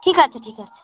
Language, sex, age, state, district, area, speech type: Bengali, female, 45-60, West Bengal, North 24 Parganas, rural, conversation